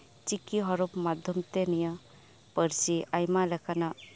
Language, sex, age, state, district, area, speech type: Santali, female, 18-30, West Bengal, Birbhum, rural, spontaneous